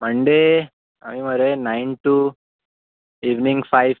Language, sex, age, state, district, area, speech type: Goan Konkani, male, 18-30, Goa, Murmgao, urban, conversation